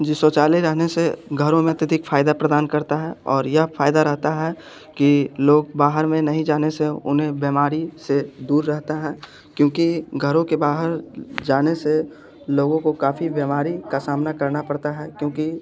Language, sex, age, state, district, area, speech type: Hindi, male, 18-30, Bihar, Muzaffarpur, rural, spontaneous